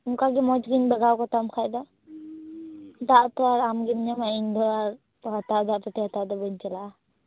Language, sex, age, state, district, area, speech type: Santali, female, 18-30, West Bengal, Purba Bardhaman, rural, conversation